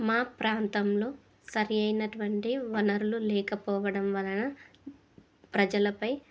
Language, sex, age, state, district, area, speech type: Telugu, female, 45-60, Andhra Pradesh, Kurnool, rural, spontaneous